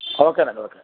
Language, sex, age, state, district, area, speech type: Telugu, male, 45-60, Andhra Pradesh, Krishna, rural, conversation